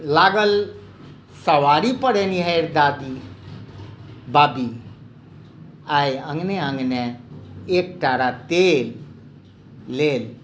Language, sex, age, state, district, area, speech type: Maithili, male, 60+, Bihar, Madhubani, rural, spontaneous